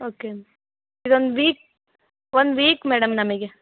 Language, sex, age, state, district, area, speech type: Kannada, female, 18-30, Karnataka, Bellary, urban, conversation